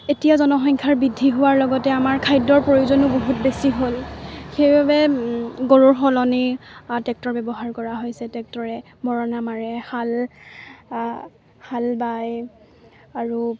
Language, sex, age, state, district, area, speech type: Assamese, female, 18-30, Assam, Lakhimpur, urban, spontaneous